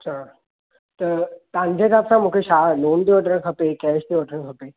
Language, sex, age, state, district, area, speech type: Sindhi, male, 18-30, Maharashtra, Thane, urban, conversation